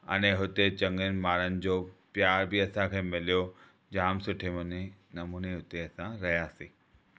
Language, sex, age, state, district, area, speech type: Sindhi, male, 30-45, Maharashtra, Thane, urban, spontaneous